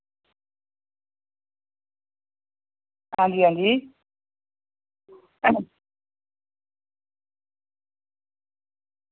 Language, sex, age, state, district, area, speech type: Dogri, male, 30-45, Jammu and Kashmir, Reasi, rural, conversation